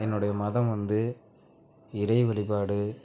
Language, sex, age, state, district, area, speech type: Tamil, male, 18-30, Tamil Nadu, Namakkal, rural, spontaneous